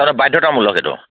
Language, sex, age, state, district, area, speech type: Assamese, male, 30-45, Assam, Lakhimpur, rural, conversation